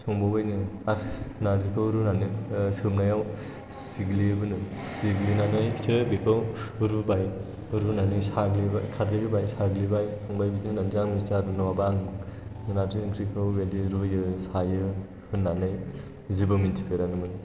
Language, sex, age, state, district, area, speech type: Bodo, male, 18-30, Assam, Chirang, rural, spontaneous